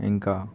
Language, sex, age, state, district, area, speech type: Telugu, male, 18-30, Telangana, Nirmal, rural, spontaneous